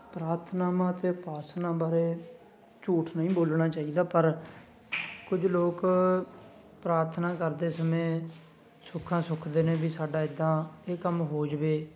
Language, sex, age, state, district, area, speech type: Punjabi, male, 18-30, Punjab, Fatehgarh Sahib, rural, spontaneous